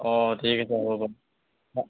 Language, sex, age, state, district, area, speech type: Assamese, male, 18-30, Assam, Jorhat, urban, conversation